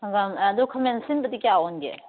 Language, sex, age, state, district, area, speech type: Manipuri, female, 30-45, Manipur, Kangpokpi, urban, conversation